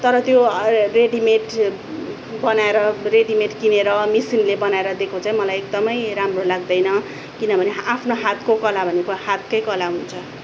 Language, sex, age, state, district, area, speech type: Nepali, female, 30-45, West Bengal, Darjeeling, rural, spontaneous